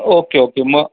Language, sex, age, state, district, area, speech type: Marathi, male, 30-45, Maharashtra, Buldhana, urban, conversation